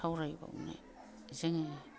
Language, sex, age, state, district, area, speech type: Bodo, female, 60+, Assam, Kokrajhar, urban, spontaneous